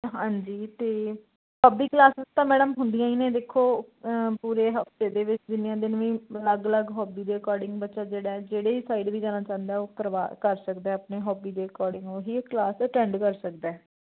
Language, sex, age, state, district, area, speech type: Punjabi, female, 30-45, Punjab, Patiala, rural, conversation